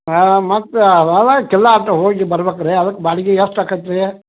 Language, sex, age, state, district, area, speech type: Kannada, male, 45-60, Karnataka, Belgaum, rural, conversation